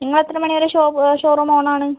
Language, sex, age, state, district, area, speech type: Malayalam, other, 30-45, Kerala, Kozhikode, urban, conversation